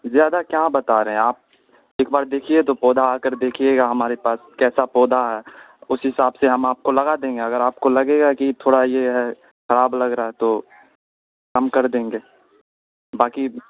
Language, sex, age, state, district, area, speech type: Urdu, male, 30-45, Bihar, Supaul, urban, conversation